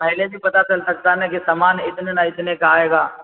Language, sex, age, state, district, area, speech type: Urdu, male, 45-60, Bihar, Supaul, rural, conversation